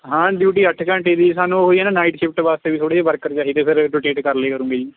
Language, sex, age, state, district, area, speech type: Punjabi, male, 18-30, Punjab, Kapurthala, rural, conversation